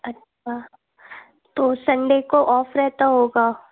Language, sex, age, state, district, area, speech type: Hindi, female, 30-45, Madhya Pradesh, Gwalior, rural, conversation